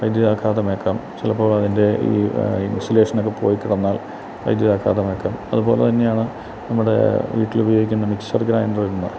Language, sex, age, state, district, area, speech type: Malayalam, male, 45-60, Kerala, Kottayam, rural, spontaneous